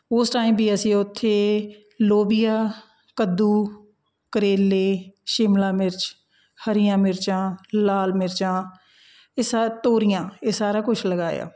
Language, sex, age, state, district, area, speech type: Punjabi, male, 45-60, Punjab, Patiala, urban, spontaneous